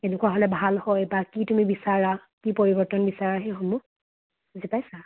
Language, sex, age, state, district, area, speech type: Assamese, female, 18-30, Assam, Dibrugarh, rural, conversation